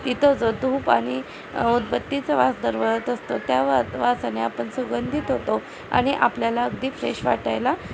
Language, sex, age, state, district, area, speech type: Marathi, female, 18-30, Maharashtra, Satara, rural, spontaneous